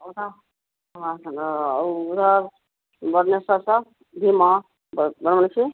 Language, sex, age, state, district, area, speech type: Hindi, female, 45-60, Bihar, Madhepura, rural, conversation